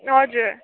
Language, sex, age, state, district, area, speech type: Nepali, female, 18-30, West Bengal, Kalimpong, rural, conversation